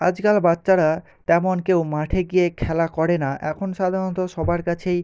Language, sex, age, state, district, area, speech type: Bengali, male, 45-60, West Bengal, Jhargram, rural, spontaneous